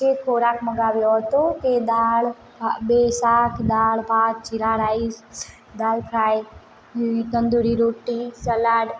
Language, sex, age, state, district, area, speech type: Gujarati, female, 30-45, Gujarat, Morbi, urban, spontaneous